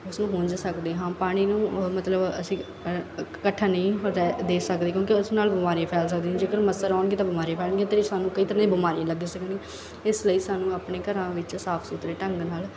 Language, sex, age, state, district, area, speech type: Punjabi, female, 18-30, Punjab, Barnala, rural, spontaneous